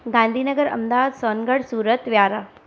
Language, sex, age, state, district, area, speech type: Sindhi, female, 30-45, Gujarat, Surat, urban, spontaneous